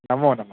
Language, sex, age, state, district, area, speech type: Sanskrit, male, 45-60, Telangana, Karimnagar, urban, conversation